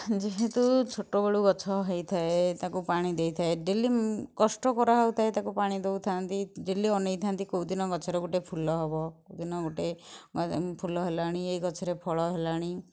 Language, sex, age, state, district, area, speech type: Odia, female, 30-45, Odisha, Kendujhar, urban, spontaneous